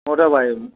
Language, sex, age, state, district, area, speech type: Bengali, male, 45-60, West Bengal, Dakshin Dinajpur, rural, conversation